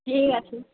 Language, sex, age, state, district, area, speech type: Bengali, female, 30-45, West Bengal, Purulia, urban, conversation